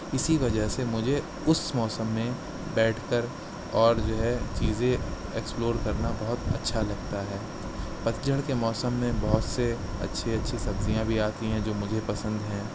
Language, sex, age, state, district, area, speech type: Urdu, male, 18-30, Uttar Pradesh, Shahjahanpur, rural, spontaneous